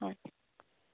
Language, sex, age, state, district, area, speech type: Assamese, female, 18-30, Assam, Darrang, rural, conversation